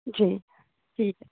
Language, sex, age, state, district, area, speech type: Hindi, female, 18-30, Madhya Pradesh, Hoshangabad, urban, conversation